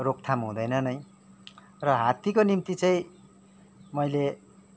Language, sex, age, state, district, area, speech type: Nepali, male, 30-45, West Bengal, Kalimpong, rural, spontaneous